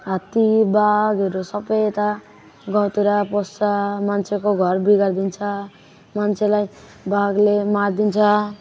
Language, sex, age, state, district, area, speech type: Nepali, male, 18-30, West Bengal, Alipurduar, urban, spontaneous